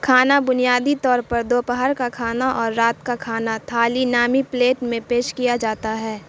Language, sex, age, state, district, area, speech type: Urdu, female, 18-30, Bihar, Supaul, rural, read